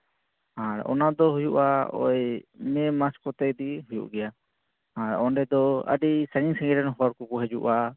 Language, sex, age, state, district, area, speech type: Santali, male, 18-30, West Bengal, Paschim Bardhaman, rural, conversation